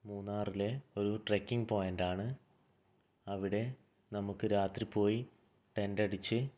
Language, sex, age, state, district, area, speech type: Malayalam, male, 18-30, Kerala, Kannur, rural, spontaneous